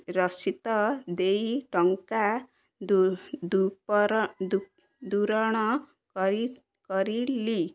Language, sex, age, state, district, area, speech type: Odia, female, 30-45, Odisha, Ganjam, urban, spontaneous